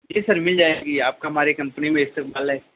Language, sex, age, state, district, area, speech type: Urdu, male, 18-30, Delhi, North West Delhi, urban, conversation